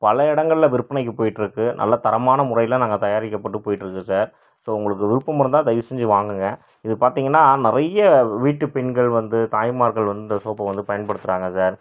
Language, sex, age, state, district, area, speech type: Tamil, male, 30-45, Tamil Nadu, Krishnagiri, rural, spontaneous